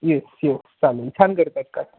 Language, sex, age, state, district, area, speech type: Marathi, male, 18-30, Maharashtra, Osmanabad, rural, conversation